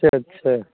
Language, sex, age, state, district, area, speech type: Urdu, male, 60+, Uttar Pradesh, Lucknow, urban, conversation